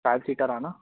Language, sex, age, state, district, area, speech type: Sindhi, male, 18-30, Madhya Pradesh, Katni, urban, conversation